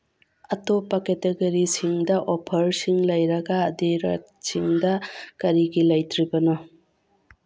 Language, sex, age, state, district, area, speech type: Manipuri, female, 45-60, Manipur, Churachandpur, rural, read